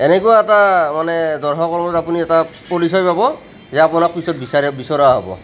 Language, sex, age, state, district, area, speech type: Assamese, male, 30-45, Assam, Nalbari, rural, spontaneous